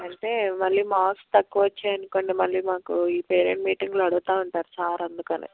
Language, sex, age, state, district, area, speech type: Telugu, female, 18-30, Andhra Pradesh, Anakapalli, urban, conversation